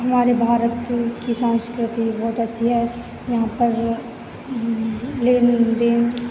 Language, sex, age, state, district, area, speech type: Hindi, female, 18-30, Madhya Pradesh, Hoshangabad, rural, spontaneous